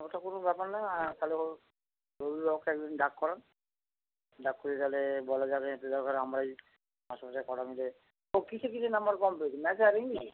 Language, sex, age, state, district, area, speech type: Bengali, male, 45-60, West Bengal, North 24 Parganas, urban, conversation